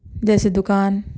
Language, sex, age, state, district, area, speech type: Urdu, male, 30-45, Telangana, Hyderabad, urban, spontaneous